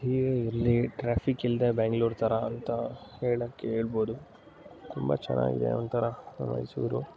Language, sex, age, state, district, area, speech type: Kannada, male, 18-30, Karnataka, Mysore, urban, spontaneous